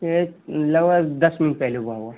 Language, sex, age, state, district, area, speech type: Urdu, male, 18-30, Bihar, Saharsa, rural, conversation